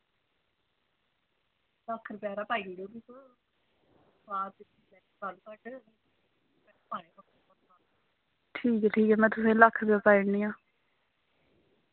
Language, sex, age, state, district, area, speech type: Dogri, female, 30-45, Jammu and Kashmir, Samba, rural, conversation